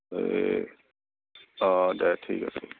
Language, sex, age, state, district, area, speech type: Assamese, male, 60+, Assam, Goalpara, urban, conversation